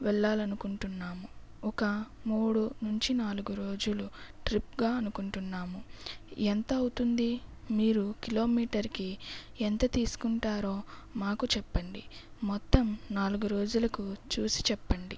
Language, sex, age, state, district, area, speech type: Telugu, female, 18-30, Andhra Pradesh, West Godavari, rural, spontaneous